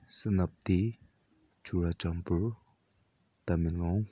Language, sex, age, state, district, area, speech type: Manipuri, male, 18-30, Manipur, Senapati, rural, spontaneous